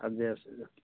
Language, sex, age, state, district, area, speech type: Odia, male, 45-60, Odisha, Angul, rural, conversation